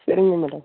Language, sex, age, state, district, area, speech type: Tamil, female, 30-45, Tamil Nadu, Theni, rural, conversation